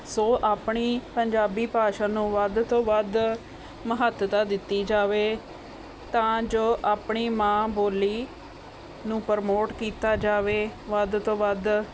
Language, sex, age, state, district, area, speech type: Punjabi, female, 45-60, Punjab, Gurdaspur, urban, spontaneous